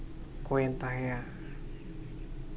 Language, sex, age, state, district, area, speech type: Santali, male, 30-45, Jharkhand, East Singhbhum, rural, spontaneous